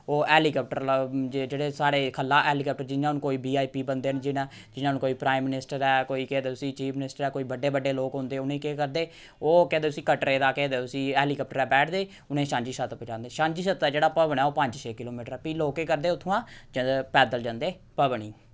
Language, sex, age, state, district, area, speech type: Dogri, male, 30-45, Jammu and Kashmir, Samba, rural, spontaneous